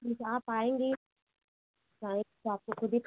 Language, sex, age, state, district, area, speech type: Hindi, female, 30-45, Uttar Pradesh, Ayodhya, rural, conversation